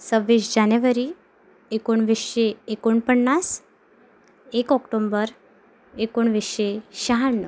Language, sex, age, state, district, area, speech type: Marathi, female, 18-30, Maharashtra, Amravati, urban, spontaneous